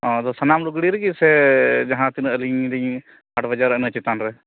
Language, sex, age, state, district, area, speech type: Santali, male, 30-45, West Bengal, Birbhum, rural, conversation